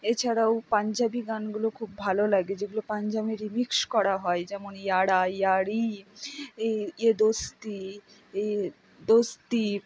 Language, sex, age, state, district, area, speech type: Bengali, female, 60+, West Bengal, Purba Bardhaman, rural, spontaneous